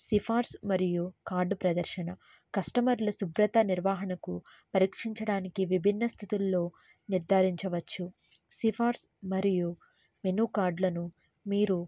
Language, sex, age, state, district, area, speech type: Telugu, female, 18-30, Andhra Pradesh, N T Rama Rao, urban, spontaneous